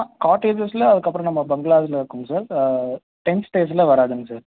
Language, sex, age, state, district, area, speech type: Tamil, male, 18-30, Tamil Nadu, Nilgiris, urban, conversation